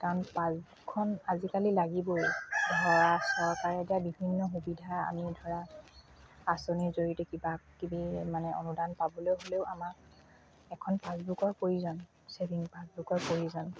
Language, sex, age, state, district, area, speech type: Assamese, female, 30-45, Assam, Dhemaji, urban, spontaneous